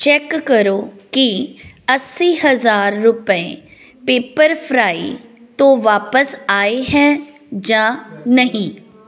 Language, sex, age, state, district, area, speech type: Punjabi, female, 30-45, Punjab, Firozpur, urban, read